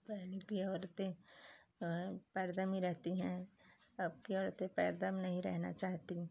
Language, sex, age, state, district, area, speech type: Hindi, female, 45-60, Uttar Pradesh, Pratapgarh, rural, spontaneous